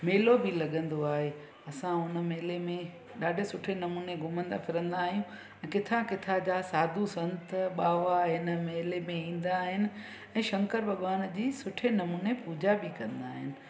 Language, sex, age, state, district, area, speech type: Sindhi, female, 45-60, Gujarat, Junagadh, rural, spontaneous